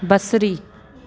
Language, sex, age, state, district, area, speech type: Sindhi, female, 30-45, Delhi, South Delhi, urban, read